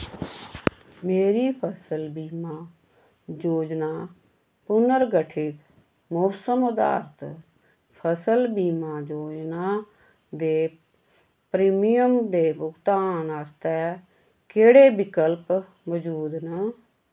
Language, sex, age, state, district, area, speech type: Dogri, female, 45-60, Jammu and Kashmir, Samba, rural, read